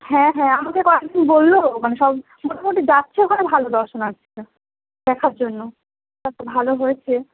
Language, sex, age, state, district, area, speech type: Bengali, female, 30-45, West Bengal, Darjeeling, urban, conversation